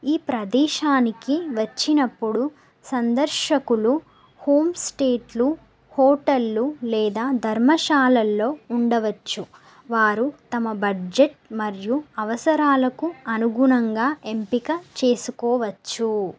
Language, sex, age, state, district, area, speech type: Telugu, female, 18-30, Telangana, Nagarkurnool, urban, spontaneous